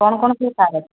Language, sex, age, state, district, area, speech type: Odia, female, 30-45, Odisha, Khordha, rural, conversation